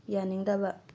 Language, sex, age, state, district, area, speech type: Manipuri, female, 18-30, Manipur, Tengnoupal, rural, read